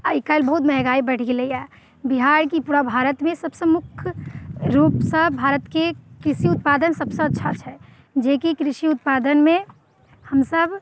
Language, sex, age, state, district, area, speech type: Maithili, female, 18-30, Bihar, Muzaffarpur, urban, spontaneous